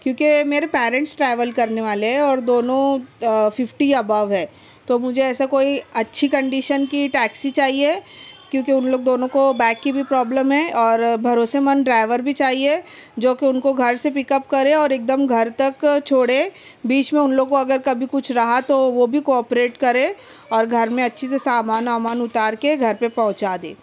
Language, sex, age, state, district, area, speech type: Urdu, female, 30-45, Maharashtra, Nashik, rural, spontaneous